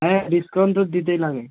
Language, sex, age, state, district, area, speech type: Bengali, male, 18-30, West Bengal, Alipurduar, rural, conversation